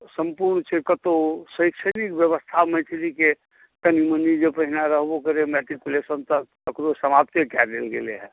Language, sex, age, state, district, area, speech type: Maithili, male, 60+, Bihar, Saharsa, urban, conversation